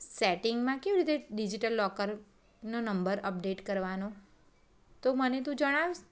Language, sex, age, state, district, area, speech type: Gujarati, female, 30-45, Gujarat, Anand, urban, spontaneous